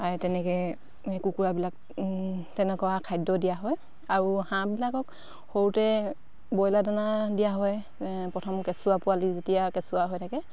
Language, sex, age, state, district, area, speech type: Assamese, female, 45-60, Assam, Dibrugarh, rural, spontaneous